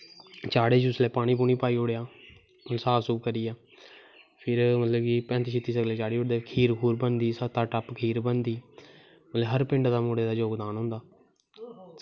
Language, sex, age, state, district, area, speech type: Dogri, male, 18-30, Jammu and Kashmir, Kathua, rural, spontaneous